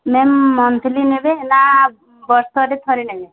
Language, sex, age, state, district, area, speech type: Odia, female, 18-30, Odisha, Subarnapur, urban, conversation